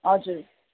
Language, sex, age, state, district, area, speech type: Nepali, female, 45-60, West Bengal, Jalpaiguri, urban, conversation